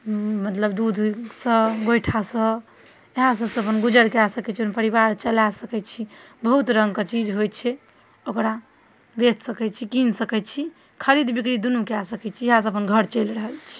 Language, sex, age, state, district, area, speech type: Maithili, female, 18-30, Bihar, Darbhanga, rural, spontaneous